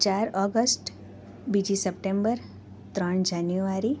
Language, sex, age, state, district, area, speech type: Gujarati, female, 18-30, Gujarat, Surat, rural, spontaneous